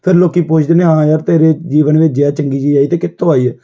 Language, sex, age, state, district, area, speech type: Punjabi, male, 18-30, Punjab, Amritsar, urban, spontaneous